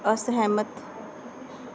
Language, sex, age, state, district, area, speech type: Punjabi, female, 18-30, Punjab, Bathinda, rural, read